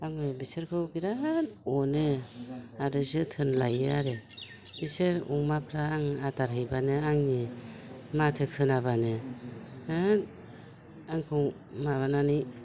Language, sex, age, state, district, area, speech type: Bodo, female, 60+, Assam, Udalguri, rural, spontaneous